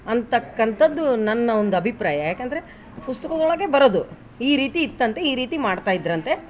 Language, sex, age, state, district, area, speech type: Kannada, female, 45-60, Karnataka, Vijayanagara, rural, spontaneous